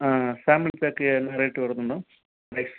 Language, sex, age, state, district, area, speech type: Tamil, male, 60+, Tamil Nadu, Ariyalur, rural, conversation